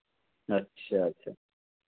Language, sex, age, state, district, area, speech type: Hindi, male, 30-45, Madhya Pradesh, Hoshangabad, rural, conversation